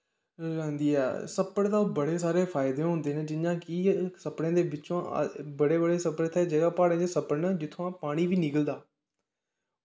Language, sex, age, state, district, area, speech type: Dogri, male, 18-30, Jammu and Kashmir, Kathua, rural, spontaneous